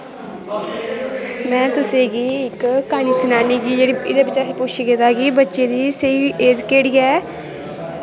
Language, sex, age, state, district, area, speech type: Dogri, female, 18-30, Jammu and Kashmir, Kathua, rural, spontaneous